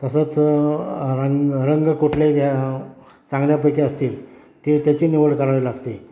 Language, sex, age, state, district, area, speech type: Marathi, male, 60+, Maharashtra, Satara, rural, spontaneous